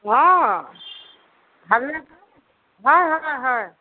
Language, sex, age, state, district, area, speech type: Assamese, female, 60+, Assam, Golaghat, urban, conversation